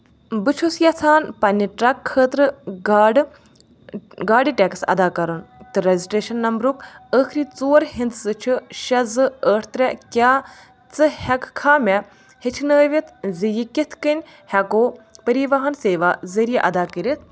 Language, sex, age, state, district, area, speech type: Kashmiri, female, 30-45, Jammu and Kashmir, Ganderbal, rural, read